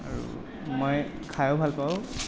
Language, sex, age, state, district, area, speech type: Assamese, male, 18-30, Assam, Nalbari, rural, spontaneous